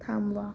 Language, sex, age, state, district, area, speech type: Marathi, female, 45-60, Maharashtra, Amravati, urban, read